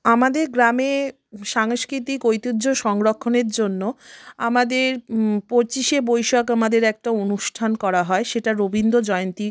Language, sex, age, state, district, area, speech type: Bengali, female, 30-45, West Bengal, South 24 Parganas, rural, spontaneous